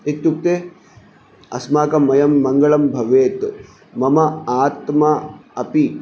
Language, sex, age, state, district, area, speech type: Sanskrit, male, 30-45, Telangana, Hyderabad, urban, spontaneous